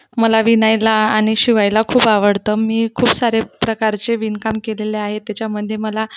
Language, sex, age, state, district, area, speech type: Marathi, female, 30-45, Maharashtra, Buldhana, urban, spontaneous